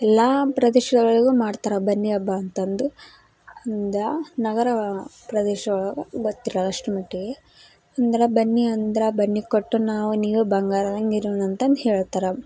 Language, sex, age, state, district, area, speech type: Kannada, female, 18-30, Karnataka, Koppal, rural, spontaneous